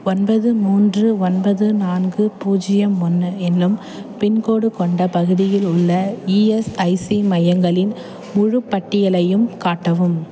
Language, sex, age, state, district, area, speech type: Tamil, female, 30-45, Tamil Nadu, Thanjavur, urban, read